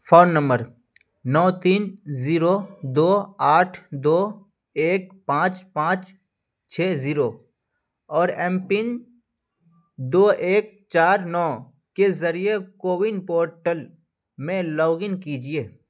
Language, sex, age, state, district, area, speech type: Urdu, male, 30-45, Bihar, Khagaria, rural, read